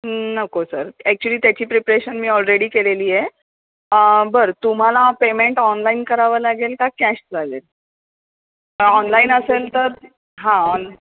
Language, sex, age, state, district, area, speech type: Marathi, female, 30-45, Maharashtra, Kolhapur, urban, conversation